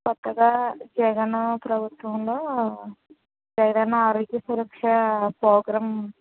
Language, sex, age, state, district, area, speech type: Telugu, female, 30-45, Andhra Pradesh, West Godavari, rural, conversation